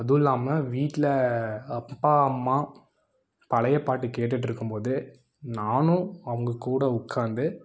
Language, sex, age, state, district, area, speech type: Tamil, male, 18-30, Tamil Nadu, Coimbatore, rural, spontaneous